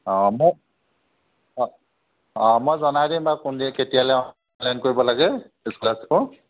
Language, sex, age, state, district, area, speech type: Assamese, male, 30-45, Assam, Jorhat, urban, conversation